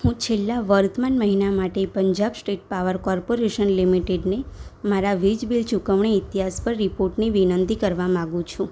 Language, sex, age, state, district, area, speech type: Gujarati, female, 18-30, Gujarat, Anand, rural, read